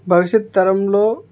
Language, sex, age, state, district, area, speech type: Telugu, male, 18-30, Andhra Pradesh, N T Rama Rao, urban, spontaneous